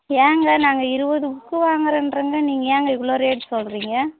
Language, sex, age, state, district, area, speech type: Tamil, female, 30-45, Tamil Nadu, Tirupattur, rural, conversation